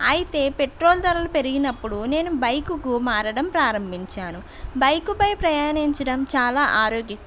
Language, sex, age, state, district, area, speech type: Telugu, female, 45-60, Andhra Pradesh, East Godavari, urban, spontaneous